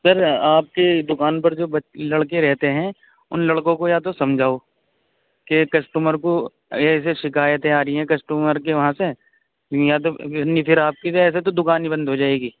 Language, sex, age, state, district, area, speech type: Urdu, male, 18-30, Uttar Pradesh, Saharanpur, urban, conversation